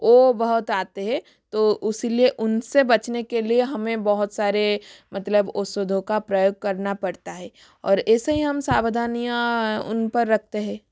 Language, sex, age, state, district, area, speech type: Hindi, female, 30-45, Rajasthan, Jodhpur, rural, spontaneous